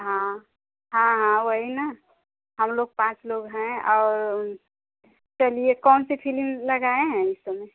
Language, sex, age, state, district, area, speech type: Hindi, female, 30-45, Uttar Pradesh, Ghazipur, rural, conversation